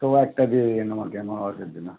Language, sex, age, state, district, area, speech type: Bengali, male, 45-60, West Bengal, Alipurduar, rural, conversation